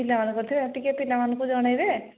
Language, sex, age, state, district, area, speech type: Odia, female, 45-60, Odisha, Angul, rural, conversation